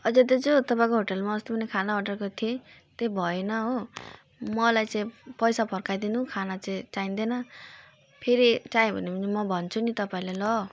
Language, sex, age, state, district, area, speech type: Nepali, female, 30-45, West Bengal, Jalpaiguri, urban, spontaneous